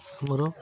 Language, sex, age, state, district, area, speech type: Odia, male, 30-45, Odisha, Jagatsinghpur, rural, spontaneous